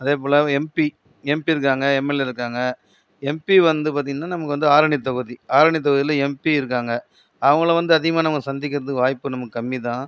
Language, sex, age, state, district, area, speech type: Tamil, male, 45-60, Tamil Nadu, Viluppuram, rural, spontaneous